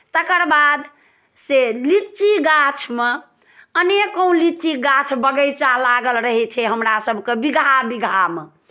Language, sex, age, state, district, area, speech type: Maithili, female, 60+, Bihar, Darbhanga, rural, spontaneous